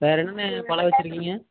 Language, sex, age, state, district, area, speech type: Tamil, male, 18-30, Tamil Nadu, Erode, rural, conversation